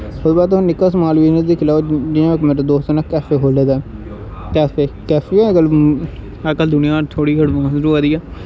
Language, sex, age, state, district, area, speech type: Dogri, male, 18-30, Jammu and Kashmir, Jammu, rural, spontaneous